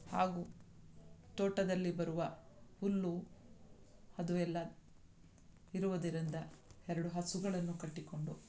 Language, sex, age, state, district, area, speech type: Kannada, female, 45-60, Karnataka, Mandya, rural, spontaneous